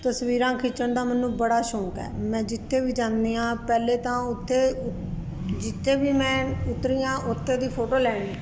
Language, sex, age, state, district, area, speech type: Punjabi, female, 60+, Punjab, Ludhiana, urban, spontaneous